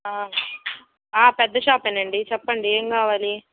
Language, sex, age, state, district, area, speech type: Telugu, female, 18-30, Andhra Pradesh, Guntur, rural, conversation